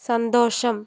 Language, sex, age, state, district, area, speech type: Malayalam, female, 60+, Kerala, Wayanad, rural, read